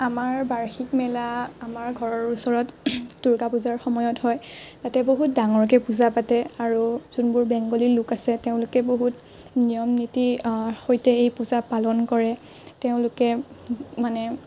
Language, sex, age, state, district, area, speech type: Assamese, female, 18-30, Assam, Morigaon, rural, spontaneous